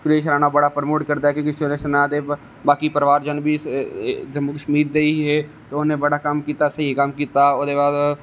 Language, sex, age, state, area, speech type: Dogri, male, 18-30, Jammu and Kashmir, rural, spontaneous